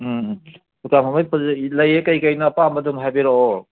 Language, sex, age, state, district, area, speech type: Manipuri, male, 60+, Manipur, Kangpokpi, urban, conversation